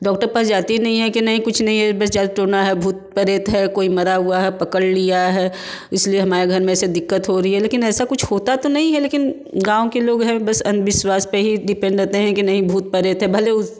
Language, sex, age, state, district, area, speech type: Hindi, female, 45-60, Uttar Pradesh, Varanasi, urban, spontaneous